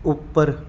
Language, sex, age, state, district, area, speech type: Punjabi, male, 18-30, Punjab, Patiala, urban, read